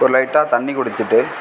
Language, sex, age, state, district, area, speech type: Tamil, male, 18-30, Tamil Nadu, Namakkal, rural, spontaneous